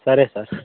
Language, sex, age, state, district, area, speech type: Telugu, male, 18-30, Telangana, Bhadradri Kothagudem, urban, conversation